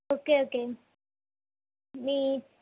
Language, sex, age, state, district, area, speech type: Marathi, female, 18-30, Maharashtra, Thane, urban, conversation